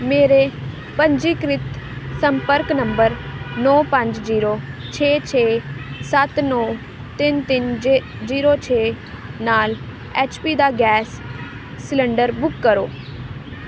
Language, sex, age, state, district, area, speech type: Punjabi, female, 18-30, Punjab, Ludhiana, rural, read